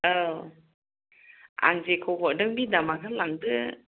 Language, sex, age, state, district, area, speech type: Bodo, female, 45-60, Assam, Chirang, rural, conversation